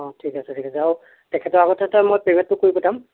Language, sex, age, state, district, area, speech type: Assamese, male, 45-60, Assam, Jorhat, urban, conversation